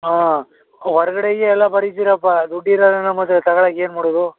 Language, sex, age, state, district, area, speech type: Kannada, male, 60+, Karnataka, Mysore, rural, conversation